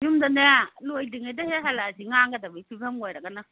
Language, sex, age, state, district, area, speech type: Manipuri, female, 60+, Manipur, Imphal East, urban, conversation